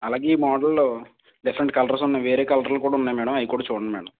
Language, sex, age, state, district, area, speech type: Telugu, male, 30-45, Andhra Pradesh, East Godavari, rural, conversation